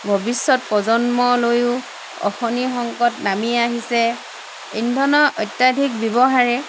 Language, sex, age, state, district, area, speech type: Assamese, female, 30-45, Assam, Lakhimpur, rural, spontaneous